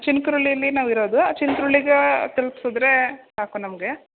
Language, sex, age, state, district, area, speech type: Kannada, female, 18-30, Karnataka, Mandya, rural, conversation